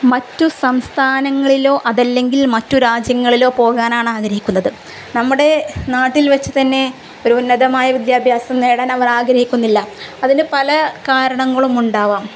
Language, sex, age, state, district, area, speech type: Malayalam, female, 30-45, Kerala, Kozhikode, rural, spontaneous